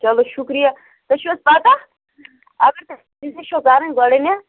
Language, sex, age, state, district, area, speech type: Kashmiri, female, 18-30, Jammu and Kashmir, Bandipora, rural, conversation